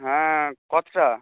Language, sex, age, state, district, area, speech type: Bengali, male, 18-30, West Bengal, Paschim Medinipur, urban, conversation